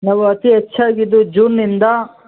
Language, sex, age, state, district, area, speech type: Kannada, male, 18-30, Karnataka, Kolar, rural, conversation